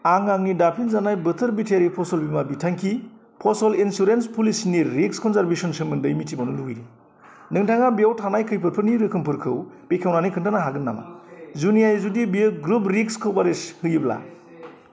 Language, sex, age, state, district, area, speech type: Bodo, male, 30-45, Assam, Kokrajhar, rural, read